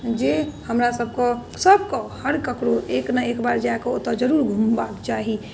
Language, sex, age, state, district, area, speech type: Maithili, female, 30-45, Bihar, Muzaffarpur, urban, spontaneous